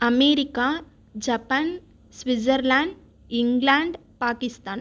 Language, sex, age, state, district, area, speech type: Tamil, female, 30-45, Tamil Nadu, Viluppuram, urban, spontaneous